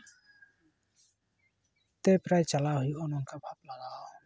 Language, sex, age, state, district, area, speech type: Santali, male, 30-45, West Bengal, Jhargram, rural, spontaneous